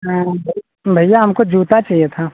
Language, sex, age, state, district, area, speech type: Hindi, male, 18-30, Uttar Pradesh, Azamgarh, rural, conversation